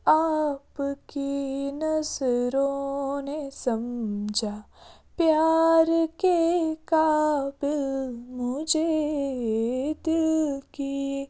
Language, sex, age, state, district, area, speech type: Kashmiri, female, 30-45, Jammu and Kashmir, Bandipora, rural, spontaneous